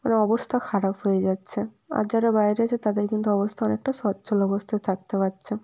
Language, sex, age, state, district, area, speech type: Bengali, female, 18-30, West Bengal, North 24 Parganas, rural, spontaneous